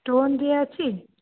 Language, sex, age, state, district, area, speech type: Odia, female, 18-30, Odisha, Dhenkanal, rural, conversation